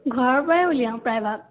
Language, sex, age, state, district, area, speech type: Assamese, female, 18-30, Assam, Dhemaji, urban, conversation